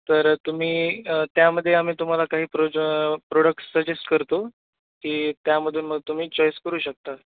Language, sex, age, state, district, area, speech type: Marathi, male, 18-30, Maharashtra, Nanded, rural, conversation